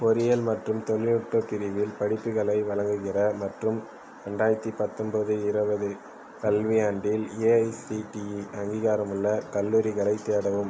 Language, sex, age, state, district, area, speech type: Tamil, male, 18-30, Tamil Nadu, Viluppuram, rural, read